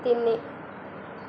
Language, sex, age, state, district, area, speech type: Odia, female, 18-30, Odisha, Koraput, urban, read